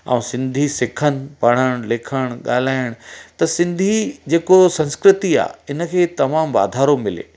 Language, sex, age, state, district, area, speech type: Sindhi, male, 45-60, Madhya Pradesh, Katni, rural, spontaneous